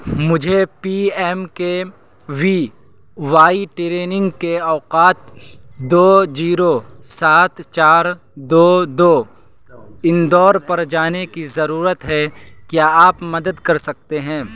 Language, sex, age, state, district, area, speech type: Urdu, male, 18-30, Uttar Pradesh, Saharanpur, urban, read